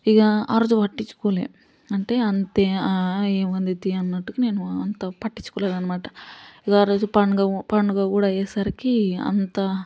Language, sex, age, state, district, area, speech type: Telugu, female, 45-60, Telangana, Yadadri Bhuvanagiri, rural, spontaneous